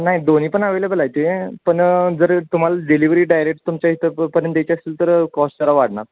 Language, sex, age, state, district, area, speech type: Marathi, male, 18-30, Maharashtra, Sangli, urban, conversation